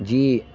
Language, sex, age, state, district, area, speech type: Urdu, male, 18-30, Uttar Pradesh, Saharanpur, urban, spontaneous